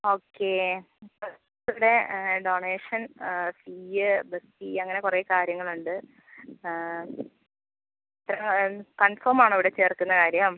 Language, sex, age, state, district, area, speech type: Malayalam, female, 60+, Kerala, Wayanad, rural, conversation